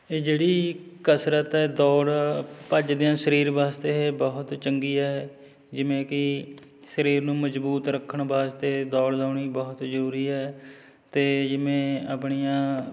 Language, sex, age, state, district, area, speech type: Punjabi, male, 30-45, Punjab, Fatehgarh Sahib, rural, spontaneous